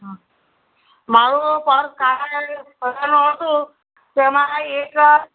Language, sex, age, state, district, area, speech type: Gujarati, female, 60+, Gujarat, Kheda, rural, conversation